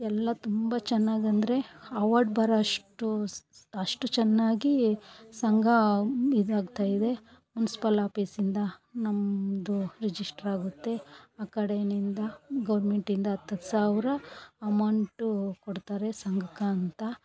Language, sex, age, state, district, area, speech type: Kannada, female, 45-60, Karnataka, Bangalore Rural, rural, spontaneous